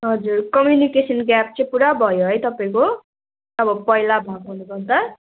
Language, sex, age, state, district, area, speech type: Nepali, female, 18-30, West Bengal, Darjeeling, rural, conversation